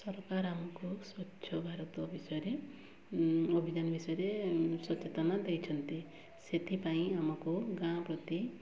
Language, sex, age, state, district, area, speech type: Odia, female, 30-45, Odisha, Mayurbhanj, rural, spontaneous